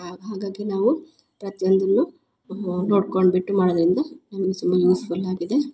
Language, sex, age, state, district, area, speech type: Kannada, female, 30-45, Karnataka, Chikkamagaluru, rural, spontaneous